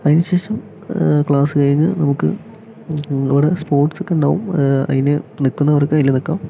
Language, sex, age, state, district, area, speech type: Malayalam, male, 18-30, Kerala, Palakkad, rural, spontaneous